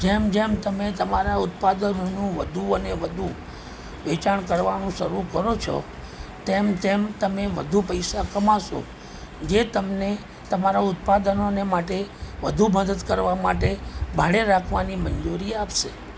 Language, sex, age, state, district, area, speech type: Gujarati, male, 60+, Gujarat, Ahmedabad, urban, read